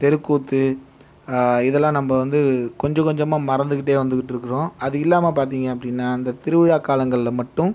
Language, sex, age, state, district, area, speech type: Tamil, male, 30-45, Tamil Nadu, Viluppuram, urban, spontaneous